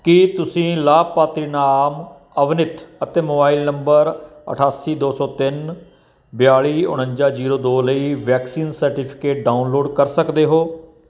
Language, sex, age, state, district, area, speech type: Punjabi, male, 45-60, Punjab, Barnala, urban, read